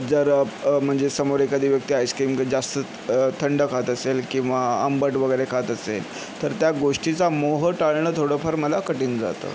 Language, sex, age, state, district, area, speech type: Marathi, male, 30-45, Maharashtra, Yavatmal, urban, spontaneous